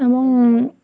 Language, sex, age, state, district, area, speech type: Bengali, female, 18-30, West Bengal, Uttar Dinajpur, urban, spontaneous